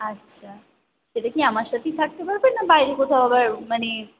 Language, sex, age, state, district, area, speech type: Bengali, female, 18-30, West Bengal, Purba Bardhaman, urban, conversation